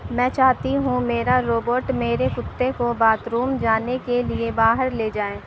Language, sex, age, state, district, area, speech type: Urdu, female, 18-30, Bihar, Supaul, rural, read